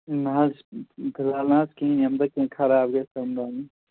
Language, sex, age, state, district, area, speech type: Kashmiri, male, 18-30, Jammu and Kashmir, Pulwama, rural, conversation